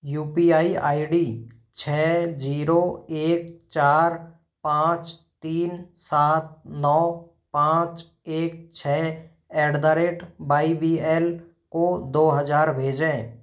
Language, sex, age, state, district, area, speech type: Hindi, male, 30-45, Rajasthan, Jaipur, urban, read